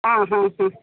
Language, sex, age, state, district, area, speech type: Kannada, female, 60+, Karnataka, Udupi, rural, conversation